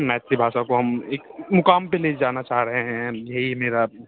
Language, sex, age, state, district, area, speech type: Hindi, male, 30-45, Bihar, Darbhanga, rural, conversation